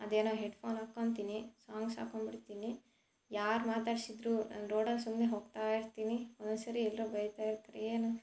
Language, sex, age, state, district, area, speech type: Kannada, female, 18-30, Karnataka, Chitradurga, rural, spontaneous